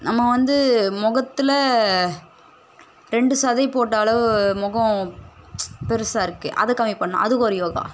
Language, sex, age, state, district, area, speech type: Tamil, female, 18-30, Tamil Nadu, Chennai, urban, spontaneous